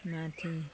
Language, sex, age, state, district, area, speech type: Nepali, female, 60+, West Bengal, Jalpaiguri, urban, read